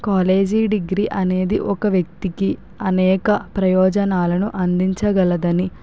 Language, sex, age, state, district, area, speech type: Telugu, female, 45-60, Andhra Pradesh, Kakinada, rural, spontaneous